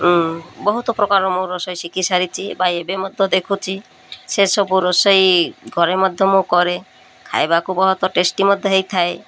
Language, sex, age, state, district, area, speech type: Odia, female, 45-60, Odisha, Malkangiri, urban, spontaneous